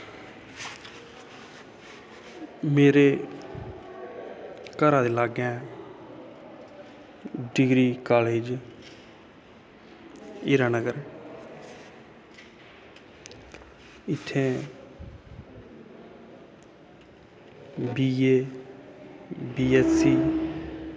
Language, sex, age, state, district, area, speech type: Dogri, male, 30-45, Jammu and Kashmir, Kathua, rural, spontaneous